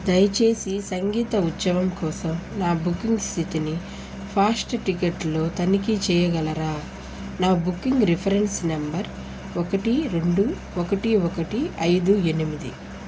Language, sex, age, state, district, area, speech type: Telugu, female, 30-45, Andhra Pradesh, Nellore, urban, read